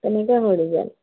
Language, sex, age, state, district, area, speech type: Assamese, female, 18-30, Assam, Lakhimpur, rural, conversation